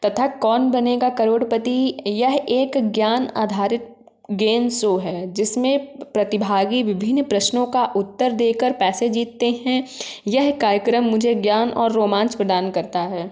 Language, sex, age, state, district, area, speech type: Hindi, female, 18-30, Madhya Pradesh, Ujjain, urban, spontaneous